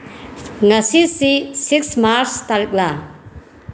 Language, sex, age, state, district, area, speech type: Manipuri, female, 30-45, Manipur, Bishnupur, rural, read